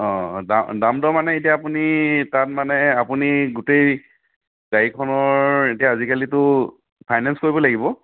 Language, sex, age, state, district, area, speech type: Assamese, male, 30-45, Assam, Dhemaji, rural, conversation